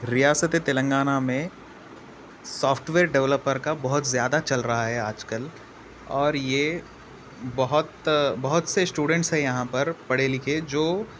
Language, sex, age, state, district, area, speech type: Urdu, male, 18-30, Telangana, Hyderabad, urban, spontaneous